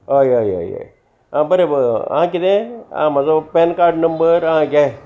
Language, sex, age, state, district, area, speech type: Goan Konkani, male, 60+, Goa, Salcete, rural, spontaneous